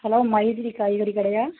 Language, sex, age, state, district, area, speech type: Tamil, female, 45-60, Tamil Nadu, Thanjavur, rural, conversation